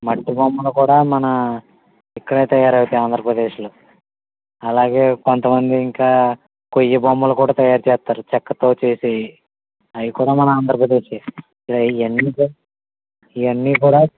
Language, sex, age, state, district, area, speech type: Telugu, male, 18-30, Andhra Pradesh, Konaseema, rural, conversation